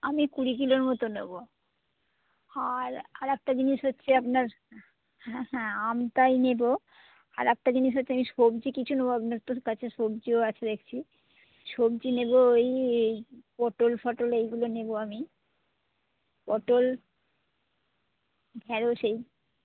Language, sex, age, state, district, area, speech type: Bengali, female, 60+, West Bengal, Howrah, urban, conversation